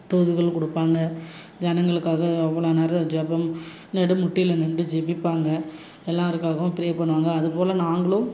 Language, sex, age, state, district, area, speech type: Tamil, female, 30-45, Tamil Nadu, Salem, rural, spontaneous